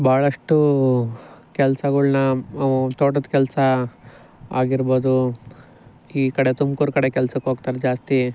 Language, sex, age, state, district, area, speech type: Kannada, male, 18-30, Karnataka, Chikkaballapur, rural, spontaneous